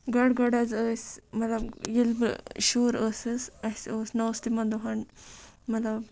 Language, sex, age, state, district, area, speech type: Kashmiri, female, 45-60, Jammu and Kashmir, Ganderbal, rural, spontaneous